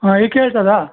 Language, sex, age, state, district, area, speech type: Kannada, male, 60+, Karnataka, Dakshina Kannada, rural, conversation